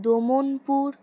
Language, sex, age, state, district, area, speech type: Bengali, female, 18-30, West Bengal, Alipurduar, rural, spontaneous